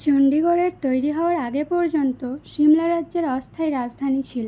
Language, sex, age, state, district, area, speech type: Bengali, female, 18-30, West Bengal, Howrah, urban, read